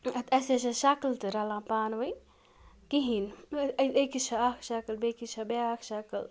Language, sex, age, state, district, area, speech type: Kashmiri, female, 18-30, Jammu and Kashmir, Ganderbal, rural, spontaneous